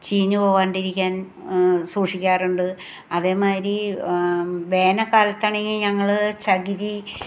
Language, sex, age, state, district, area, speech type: Malayalam, female, 60+, Kerala, Ernakulam, rural, spontaneous